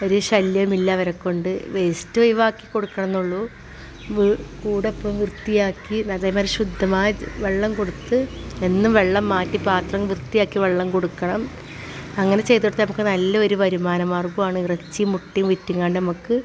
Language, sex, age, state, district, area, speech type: Malayalam, female, 45-60, Kerala, Malappuram, rural, spontaneous